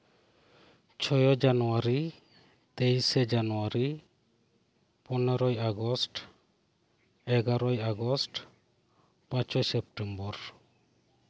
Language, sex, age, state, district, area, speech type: Santali, male, 30-45, West Bengal, Birbhum, rural, spontaneous